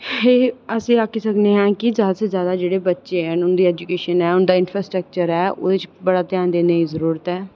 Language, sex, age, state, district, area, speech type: Dogri, female, 18-30, Jammu and Kashmir, Reasi, urban, spontaneous